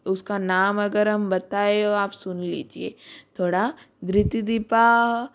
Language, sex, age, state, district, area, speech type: Hindi, female, 18-30, Rajasthan, Jodhpur, rural, spontaneous